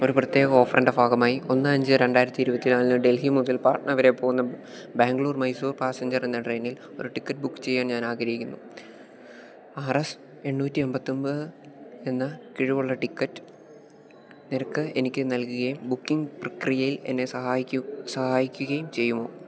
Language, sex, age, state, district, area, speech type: Malayalam, male, 18-30, Kerala, Idukki, rural, read